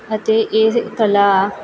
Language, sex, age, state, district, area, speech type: Punjabi, female, 18-30, Punjab, Muktsar, rural, spontaneous